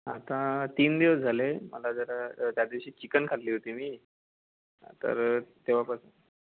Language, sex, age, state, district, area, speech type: Marathi, male, 18-30, Maharashtra, Ratnagiri, rural, conversation